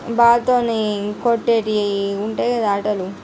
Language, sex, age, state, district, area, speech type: Telugu, female, 45-60, Andhra Pradesh, Visakhapatnam, urban, spontaneous